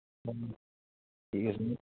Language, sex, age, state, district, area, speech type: Assamese, male, 30-45, Assam, Nagaon, rural, conversation